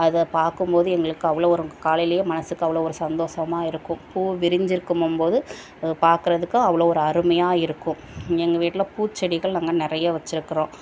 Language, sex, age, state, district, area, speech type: Tamil, female, 30-45, Tamil Nadu, Thoothukudi, rural, spontaneous